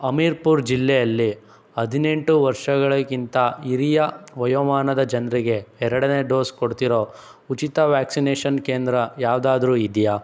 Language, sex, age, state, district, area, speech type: Kannada, male, 60+, Karnataka, Chikkaballapur, rural, read